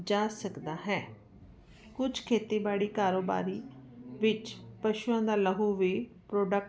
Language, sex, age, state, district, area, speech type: Punjabi, female, 45-60, Punjab, Jalandhar, urban, spontaneous